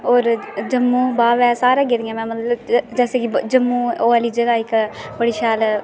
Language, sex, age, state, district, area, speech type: Dogri, female, 18-30, Jammu and Kashmir, Kathua, rural, spontaneous